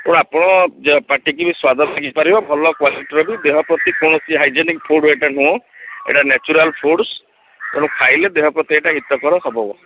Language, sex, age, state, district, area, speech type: Odia, male, 30-45, Odisha, Kendrapara, urban, conversation